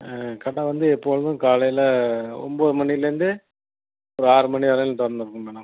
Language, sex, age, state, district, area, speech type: Tamil, male, 30-45, Tamil Nadu, Tiruchirappalli, rural, conversation